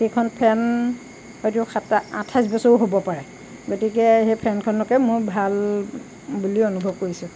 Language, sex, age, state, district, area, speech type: Assamese, female, 60+, Assam, Lakhimpur, rural, spontaneous